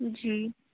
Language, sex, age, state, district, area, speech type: Hindi, female, 18-30, Madhya Pradesh, Betul, urban, conversation